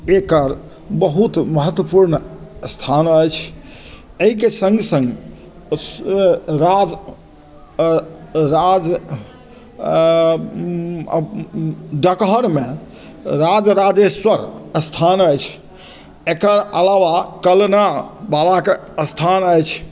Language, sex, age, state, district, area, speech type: Maithili, male, 60+, Bihar, Madhubani, urban, spontaneous